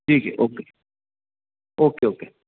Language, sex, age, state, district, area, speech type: Hindi, male, 45-60, Rajasthan, Jodhpur, urban, conversation